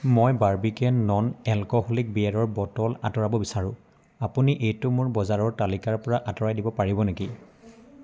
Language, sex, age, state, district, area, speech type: Assamese, male, 30-45, Assam, Dibrugarh, rural, read